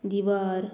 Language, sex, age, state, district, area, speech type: Goan Konkani, female, 18-30, Goa, Murmgao, rural, spontaneous